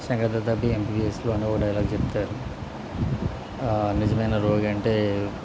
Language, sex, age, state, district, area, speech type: Telugu, male, 30-45, Andhra Pradesh, Anakapalli, rural, spontaneous